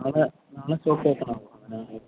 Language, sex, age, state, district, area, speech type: Malayalam, male, 18-30, Kerala, Kozhikode, rural, conversation